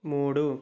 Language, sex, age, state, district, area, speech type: Telugu, male, 18-30, Andhra Pradesh, Kakinada, urban, read